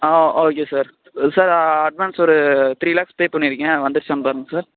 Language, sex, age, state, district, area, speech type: Tamil, male, 18-30, Tamil Nadu, Perambalur, rural, conversation